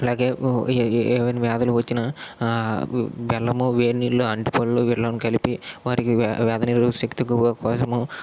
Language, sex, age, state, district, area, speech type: Telugu, male, 30-45, Andhra Pradesh, Srikakulam, urban, spontaneous